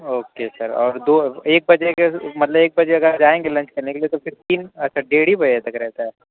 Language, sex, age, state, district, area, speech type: Urdu, male, 18-30, Uttar Pradesh, Azamgarh, rural, conversation